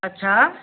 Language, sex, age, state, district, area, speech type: Dogri, female, 30-45, Jammu and Kashmir, Samba, rural, conversation